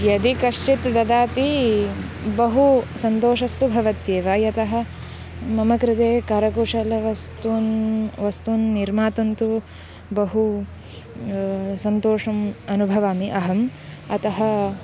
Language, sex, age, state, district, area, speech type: Sanskrit, female, 18-30, Karnataka, Uttara Kannada, rural, spontaneous